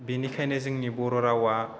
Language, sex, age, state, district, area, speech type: Bodo, male, 30-45, Assam, Chirang, urban, spontaneous